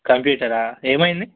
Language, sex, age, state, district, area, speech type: Telugu, male, 18-30, Telangana, Yadadri Bhuvanagiri, urban, conversation